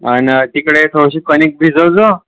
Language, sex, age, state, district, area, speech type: Marathi, male, 18-30, Maharashtra, Amravati, rural, conversation